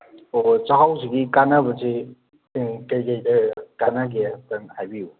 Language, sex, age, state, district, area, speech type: Manipuri, male, 18-30, Manipur, Thoubal, rural, conversation